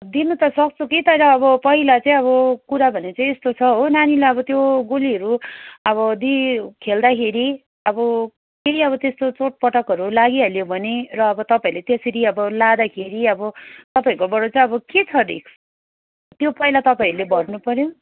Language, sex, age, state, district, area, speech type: Nepali, female, 30-45, West Bengal, Darjeeling, rural, conversation